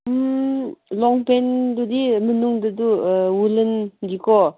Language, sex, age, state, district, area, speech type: Manipuri, female, 18-30, Manipur, Kangpokpi, rural, conversation